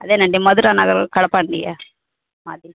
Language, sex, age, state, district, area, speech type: Telugu, female, 60+, Andhra Pradesh, Kadapa, rural, conversation